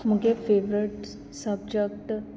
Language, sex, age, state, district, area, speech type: Goan Konkani, female, 18-30, Goa, Salcete, rural, spontaneous